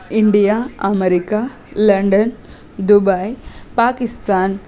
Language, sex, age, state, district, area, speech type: Telugu, female, 18-30, Telangana, Suryapet, urban, spontaneous